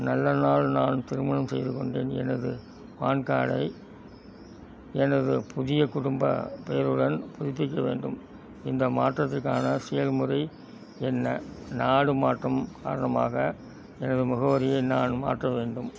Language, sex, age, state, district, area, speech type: Tamil, male, 60+, Tamil Nadu, Thanjavur, rural, read